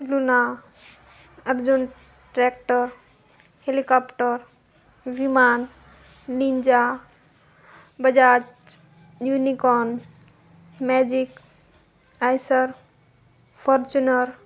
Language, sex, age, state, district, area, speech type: Marathi, female, 18-30, Maharashtra, Hingoli, urban, spontaneous